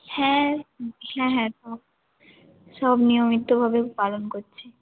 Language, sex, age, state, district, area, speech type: Bengali, female, 18-30, West Bengal, North 24 Parganas, rural, conversation